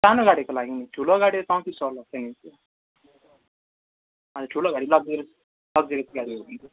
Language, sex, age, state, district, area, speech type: Nepali, male, 18-30, West Bengal, Darjeeling, rural, conversation